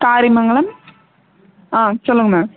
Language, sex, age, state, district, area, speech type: Tamil, female, 18-30, Tamil Nadu, Dharmapuri, urban, conversation